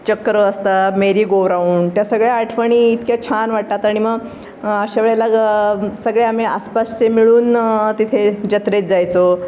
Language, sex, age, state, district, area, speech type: Marathi, female, 60+, Maharashtra, Pune, urban, spontaneous